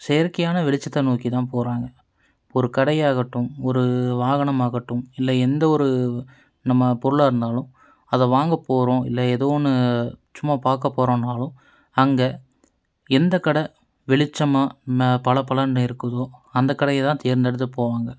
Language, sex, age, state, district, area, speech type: Tamil, male, 18-30, Tamil Nadu, Coimbatore, urban, spontaneous